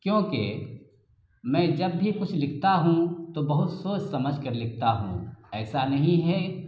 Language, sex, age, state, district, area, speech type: Urdu, male, 45-60, Bihar, Araria, rural, spontaneous